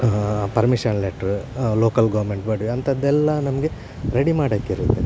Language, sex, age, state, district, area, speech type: Kannada, male, 45-60, Karnataka, Udupi, rural, spontaneous